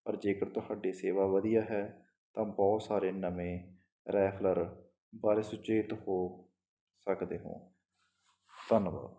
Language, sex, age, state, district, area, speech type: Punjabi, male, 30-45, Punjab, Mansa, urban, spontaneous